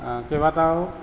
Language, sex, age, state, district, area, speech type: Assamese, male, 45-60, Assam, Tinsukia, rural, spontaneous